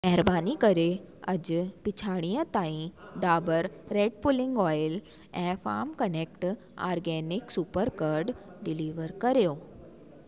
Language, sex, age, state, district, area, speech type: Sindhi, female, 18-30, Delhi, South Delhi, urban, read